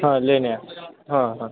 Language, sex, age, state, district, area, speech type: Marathi, male, 18-30, Maharashtra, Osmanabad, rural, conversation